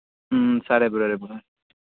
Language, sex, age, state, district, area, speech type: Telugu, male, 18-30, Telangana, Sangareddy, urban, conversation